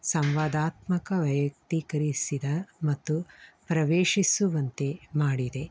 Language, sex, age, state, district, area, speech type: Kannada, female, 45-60, Karnataka, Tumkur, rural, spontaneous